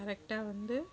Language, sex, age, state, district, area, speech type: Tamil, female, 30-45, Tamil Nadu, Kallakurichi, rural, spontaneous